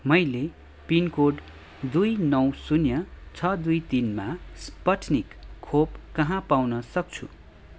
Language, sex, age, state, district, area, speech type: Nepali, male, 30-45, West Bengal, Kalimpong, rural, read